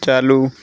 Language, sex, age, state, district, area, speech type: Hindi, male, 18-30, Uttar Pradesh, Pratapgarh, rural, read